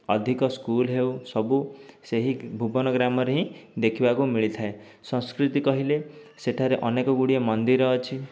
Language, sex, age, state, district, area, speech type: Odia, male, 30-45, Odisha, Dhenkanal, rural, spontaneous